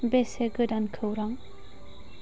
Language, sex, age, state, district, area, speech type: Bodo, female, 45-60, Assam, Chirang, urban, read